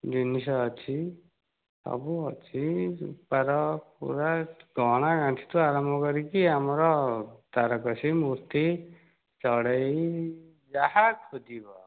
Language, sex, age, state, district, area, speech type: Odia, male, 45-60, Odisha, Dhenkanal, rural, conversation